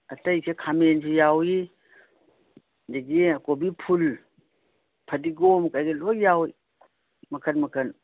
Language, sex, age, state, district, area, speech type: Manipuri, female, 60+, Manipur, Imphal East, rural, conversation